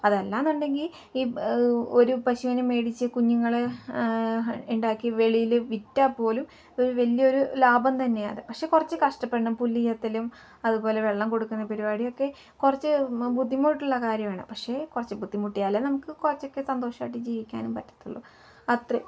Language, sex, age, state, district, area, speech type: Malayalam, female, 18-30, Kerala, Palakkad, rural, spontaneous